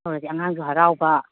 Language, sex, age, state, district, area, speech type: Manipuri, female, 30-45, Manipur, Imphal East, urban, conversation